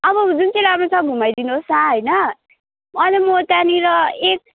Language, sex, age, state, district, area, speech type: Nepali, female, 18-30, West Bengal, Kalimpong, rural, conversation